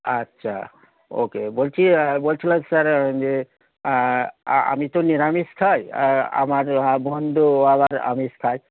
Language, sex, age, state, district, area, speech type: Bengali, male, 45-60, West Bengal, Hooghly, rural, conversation